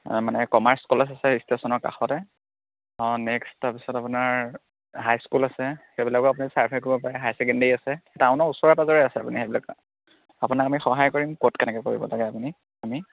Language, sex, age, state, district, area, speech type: Assamese, male, 18-30, Assam, Dhemaji, urban, conversation